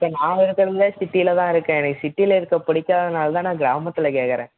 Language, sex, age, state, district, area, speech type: Tamil, male, 18-30, Tamil Nadu, Salem, rural, conversation